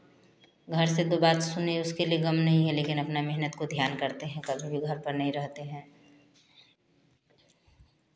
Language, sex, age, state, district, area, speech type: Hindi, female, 45-60, Bihar, Samastipur, rural, spontaneous